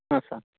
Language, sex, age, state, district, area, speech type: Kannada, male, 30-45, Karnataka, Shimoga, urban, conversation